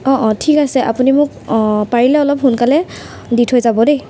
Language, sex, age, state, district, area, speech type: Assamese, female, 18-30, Assam, Sivasagar, urban, spontaneous